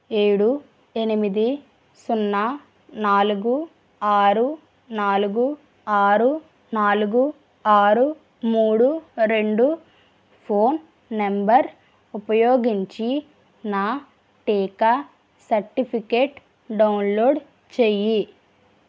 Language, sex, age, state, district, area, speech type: Telugu, female, 30-45, Andhra Pradesh, East Godavari, rural, read